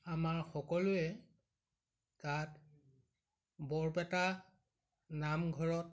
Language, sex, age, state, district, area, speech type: Assamese, male, 60+, Assam, Majuli, urban, spontaneous